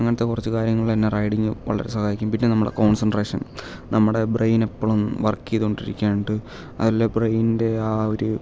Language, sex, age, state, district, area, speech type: Malayalam, male, 18-30, Kerala, Kottayam, rural, spontaneous